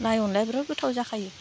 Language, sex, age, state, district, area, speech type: Bodo, female, 45-60, Assam, Udalguri, rural, spontaneous